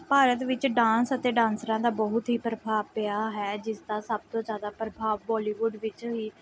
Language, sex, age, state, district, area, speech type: Punjabi, female, 18-30, Punjab, Pathankot, urban, spontaneous